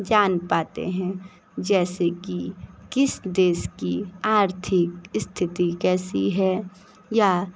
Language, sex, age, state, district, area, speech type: Hindi, female, 30-45, Uttar Pradesh, Sonbhadra, rural, spontaneous